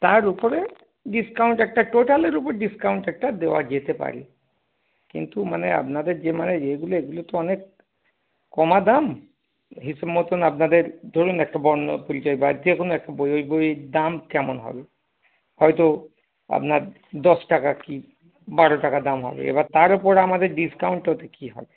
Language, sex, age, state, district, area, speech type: Bengali, male, 45-60, West Bengal, Darjeeling, rural, conversation